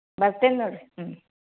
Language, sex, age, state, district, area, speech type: Kannada, female, 60+, Karnataka, Belgaum, rural, conversation